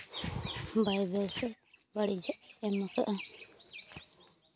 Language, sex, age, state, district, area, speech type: Santali, female, 30-45, Jharkhand, Seraikela Kharsawan, rural, spontaneous